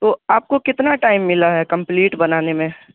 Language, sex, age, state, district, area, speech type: Urdu, male, 18-30, Bihar, Darbhanga, urban, conversation